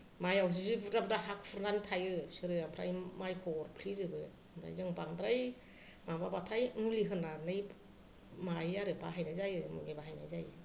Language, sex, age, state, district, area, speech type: Bodo, female, 45-60, Assam, Kokrajhar, rural, spontaneous